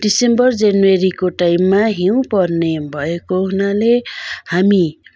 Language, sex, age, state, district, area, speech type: Nepali, female, 45-60, West Bengal, Darjeeling, rural, spontaneous